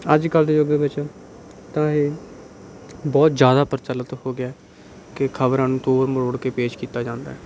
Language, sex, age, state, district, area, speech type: Punjabi, male, 30-45, Punjab, Bathinda, urban, spontaneous